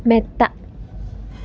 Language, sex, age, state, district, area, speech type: Malayalam, female, 18-30, Kerala, Ernakulam, rural, read